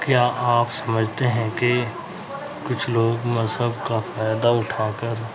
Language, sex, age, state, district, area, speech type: Urdu, male, 45-60, Uttar Pradesh, Muzaffarnagar, urban, spontaneous